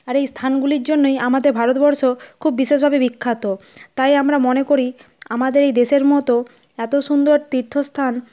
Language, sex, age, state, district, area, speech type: Bengali, female, 60+, West Bengal, Nadia, rural, spontaneous